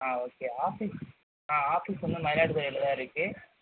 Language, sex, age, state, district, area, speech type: Tamil, male, 18-30, Tamil Nadu, Mayiladuthurai, urban, conversation